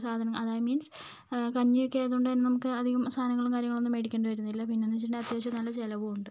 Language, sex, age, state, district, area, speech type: Malayalam, other, 30-45, Kerala, Kozhikode, urban, spontaneous